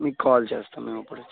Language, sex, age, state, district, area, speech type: Telugu, male, 30-45, Andhra Pradesh, Vizianagaram, rural, conversation